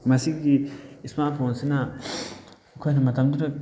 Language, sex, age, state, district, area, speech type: Manipuri, male, 30-45, Manipur, Thoubal, rural, spontaneous